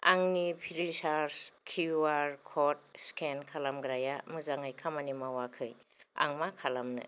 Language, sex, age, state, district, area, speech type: Bodo, female, 45-60, Assam, Kokrajhar, rural, read